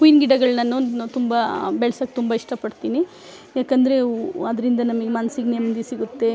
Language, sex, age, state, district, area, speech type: Kannada, female, 45-60, Karnataka, Chikkamagaluru, rural, spontaneous